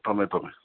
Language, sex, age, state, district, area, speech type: Manipuri, male, 30-45, Manipur, Kangpokpi, urban, conversation